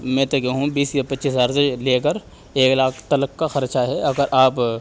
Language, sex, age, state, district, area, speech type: Urdu, male, 18-30, Delhi, East Delhi, rural, spontaneous